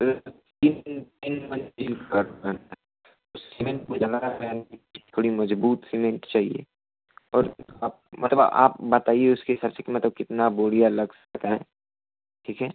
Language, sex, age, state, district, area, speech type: Hindi, male, 18-30, Uttar Pradesh, Ghazipur, rural, conversation